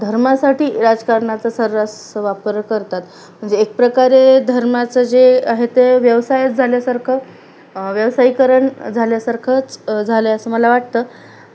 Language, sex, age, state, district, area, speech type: Marathi, female, 30-45, Maharashtra, Nanded, rural, spontaneous